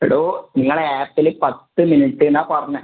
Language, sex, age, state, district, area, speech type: Malayalam, male, 18-30, Kerala, Kannur, rural, conversation